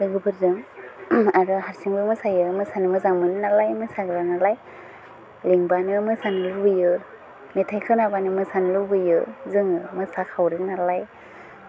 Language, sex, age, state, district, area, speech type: Bodo, female, 30-45, Assam, Udalguri, rural, spontaneous